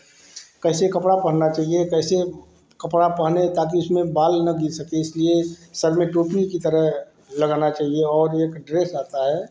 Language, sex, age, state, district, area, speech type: Hindi, male, 45-60, Uttar Pradesh, Varanasi, urban, spontaneous